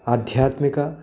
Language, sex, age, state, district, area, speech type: Sanskrit, male, 60+, Telangana, Karimnagar, urban, spontaneous